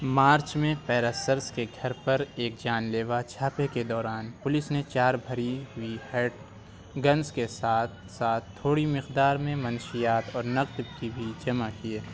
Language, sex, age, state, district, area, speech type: Urdu, male, 30-45, Uttar Pradesh, Lucknow, rural, read